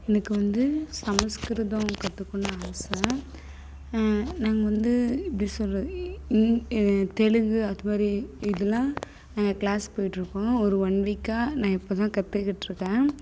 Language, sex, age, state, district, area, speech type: Tamil, female, 18-30, Tamil Nadu, Kallakurichi, rural, spontaneous